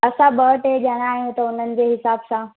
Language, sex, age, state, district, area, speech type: Sindhi, female, 18-30, Gujarat, Surat, urban, conversation